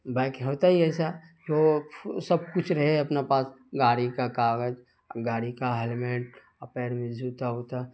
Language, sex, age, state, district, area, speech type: Urdu, male, 30-45, Bihar, Darbhanga, urban, spontaneous